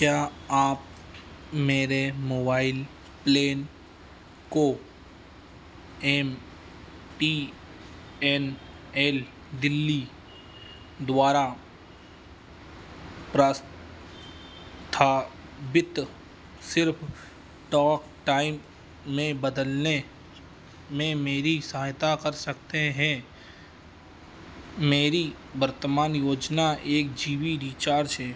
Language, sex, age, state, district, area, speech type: Hindi, male, 30-45, Madhya Pradesh, Harda, urban, read